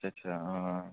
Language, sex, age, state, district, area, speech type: Dogri, male, 30-45, Jammu and Kashmir, Udhampur, urban, conversation